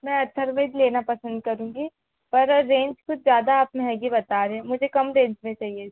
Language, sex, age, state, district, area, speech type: Hindi, female, 18-30, Madhya Pradesh, Balaghat, rural, conversation